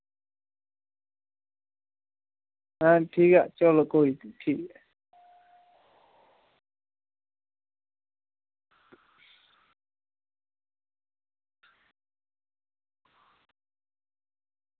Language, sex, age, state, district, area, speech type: Dogri, male, 18-30, Jammu and Kashmir, Samba, rural, conversation